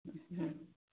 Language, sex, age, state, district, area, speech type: Odia, female, 45-60, Odisha, Angul, rural, conversation